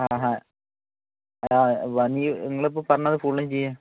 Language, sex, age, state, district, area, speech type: Malayalam, male, 18-30, Kerala, Wayanad, rural, conversation